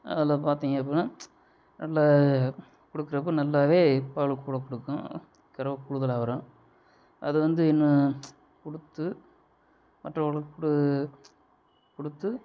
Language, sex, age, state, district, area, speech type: Tamil, male, 30-45, Tamil Nadu, Sivaganga, rural, spontaneous